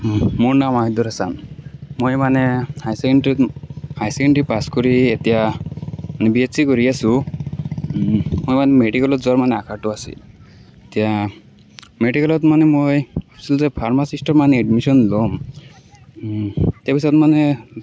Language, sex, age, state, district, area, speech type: Assamese, male, 18-30, Assam, Barpeta, rural, spontaneous